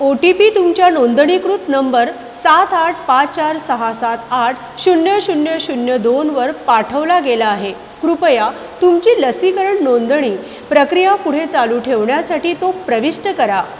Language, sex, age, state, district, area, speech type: Marathi, female, 45-60, Maharashtra, Buldhana, urban, read